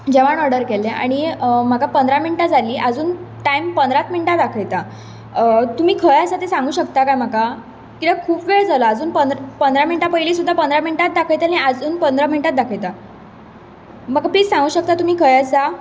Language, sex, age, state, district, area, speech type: Goan Konkani, female, 18-30, Goa, Bardez, urban, spontaneous